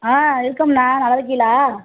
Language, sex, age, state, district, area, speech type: Tamil, female, 18-30, Tamil Nadu, Pudukkottai, rural, conversation